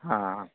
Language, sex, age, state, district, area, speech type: Malayalam, male, 45-60, Kerala, Kottayam, rural, conversation